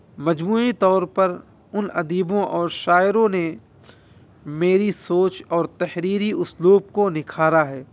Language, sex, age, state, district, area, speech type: Urdu, male, 18-30, Uttar Pradesh, Muzaffarnagar, urban, spontaneous